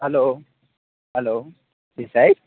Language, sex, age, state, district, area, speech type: Gujarati, male, 30-45, Gujarat, Rajkot, urban, conversation